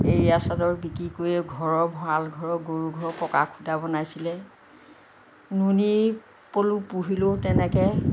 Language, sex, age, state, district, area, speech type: Assamese, female, 60+, Assam, Lakhimpur, rural, spontaneous